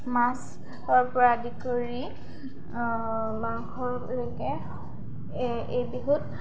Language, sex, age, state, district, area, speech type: Assamese, female, 18-30, Assam, Sivasagar, rural, spontaneous